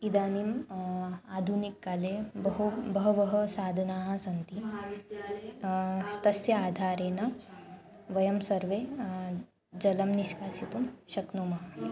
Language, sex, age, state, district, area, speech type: Sanskrit, female, 18-30, Maharashtra, Nagpur, urban, spontaneous